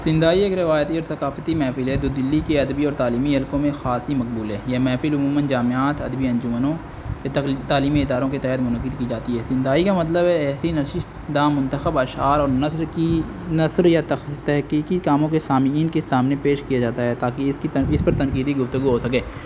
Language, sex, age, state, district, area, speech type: Urdu, male, 18-30, Uttar Pradesh, Azamgarh, rural, spontaneous